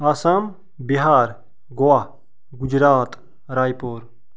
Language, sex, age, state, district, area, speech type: Kashmiri, male, 30-45, Jammu and Kashmir, Bandipora, rural, spontaneous